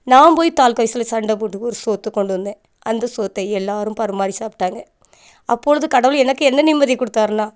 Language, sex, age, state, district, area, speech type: Tamil, female, 30-45, Tamil Nadu, Thoothukudi, rural, spontaneous